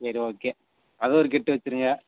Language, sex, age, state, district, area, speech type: Tamil, male, 30-45, Tamil Nadu, Madurai, urban, conversation